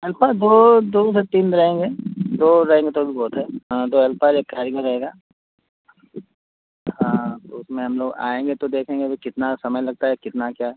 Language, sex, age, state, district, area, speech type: Hindi, male, 30-45, Uttar Pradesh, Mau, rural, conversation